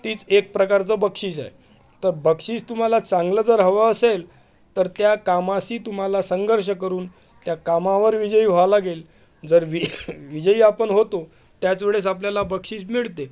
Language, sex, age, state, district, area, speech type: Marathi, male, 45-60, Maharashtra, Amravati, urban, spontaneous